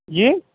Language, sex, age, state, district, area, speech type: Urdu, male, 18-30, Delhi, Central Delhi, urban, conversation